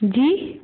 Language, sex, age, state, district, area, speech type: Hindi, female, 18-30, Uttar Pradesh, Bhadohi, rural, conversation